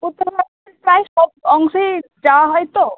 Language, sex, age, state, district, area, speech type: Bengali, female, 18-30, West Bengal, Uttar Dinajpur, rural, conversation